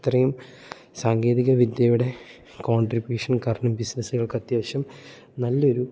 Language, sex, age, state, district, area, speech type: Malayalam, male, 18-30, Kerala, Idukki, rural, spontaneous